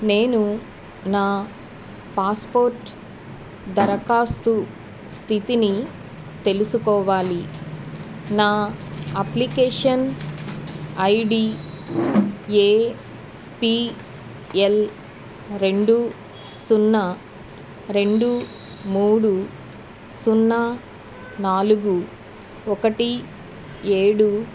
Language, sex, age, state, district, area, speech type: Telugu, female, 45-60, Andhra Pradesh, Eluru, urban, read